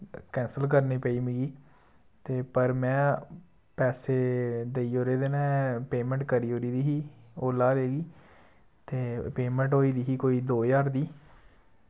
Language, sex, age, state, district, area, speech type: Dogri, male, 18-30, Jammu and Kashmir, Samba, rural, spontaneous